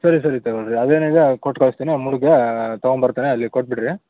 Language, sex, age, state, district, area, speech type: Kannada, male, 18-30, Karnataka, Bellary, rural, conversation